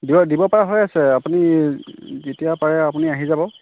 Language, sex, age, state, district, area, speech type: Assamese, male, 18-30, Assam, Golaghat, rural, conversation